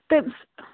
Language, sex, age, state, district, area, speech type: Kashmiri, female, 30-45, Jammu and Kashmir, Bandipora, rural, conversation